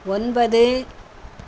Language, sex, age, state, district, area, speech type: Tamil, female, 60+, Tamil Nadu, Thoothukudi, rural, read